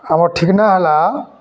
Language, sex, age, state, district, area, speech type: Odia, male, 45-60, Odisha, Bargarh, urban, spontaneous